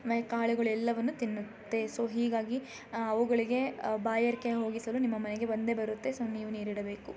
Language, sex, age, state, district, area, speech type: Kannada, female, 18-30, Karnataka, Chikkamagaluru, rural, spontaneous